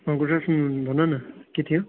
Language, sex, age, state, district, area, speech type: Nepali, male, 18-30, West Bengal, Darjeeling, rural, conversation